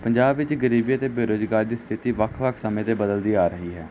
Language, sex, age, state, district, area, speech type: Punjabi, male, 18-30, Punjab, Gurdaspur, rural, spontaneous